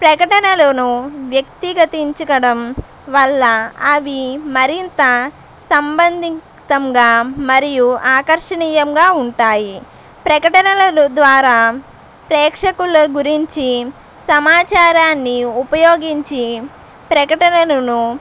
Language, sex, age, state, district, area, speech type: Telugu, female, 18-30, Andhra Pradesh, Konaseema, urban, spontaneous